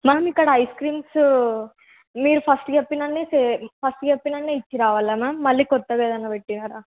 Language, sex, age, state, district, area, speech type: Telugu, female, 18-30, Telangana, Suryapet, urban, conversation